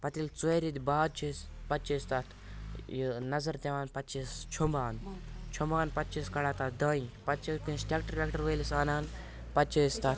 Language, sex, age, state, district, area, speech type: Kashmiri, male, 18-30, Jammu and Kashmir, Kupwara, rural, spontaneous